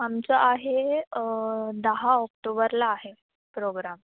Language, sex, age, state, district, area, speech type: Marathi, female, 18-30, Maharashtra, Mumbai Suburban, urban, conversation